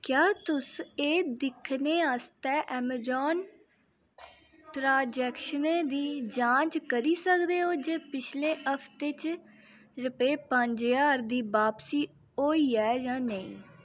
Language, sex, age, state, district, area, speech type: Dogri, female, 30-45, Jammu and Kashmir, Reasi, rural, read